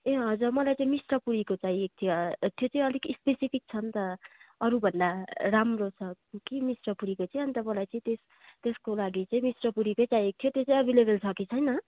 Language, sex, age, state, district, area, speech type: Nepali, female, 18-30, West Bengal, Darjeeling, rural, conversation